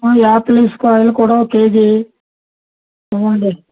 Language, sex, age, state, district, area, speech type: Telugu, male, 60+, Andhra Pradesh, Konaseema, rural, conversation